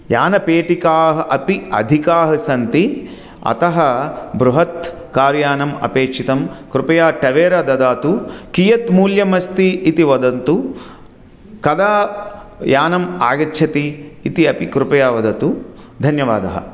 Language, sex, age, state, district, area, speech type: Sanskrit, male, 45-60, Andhra Pradesh, Krishna, urban, spontaneous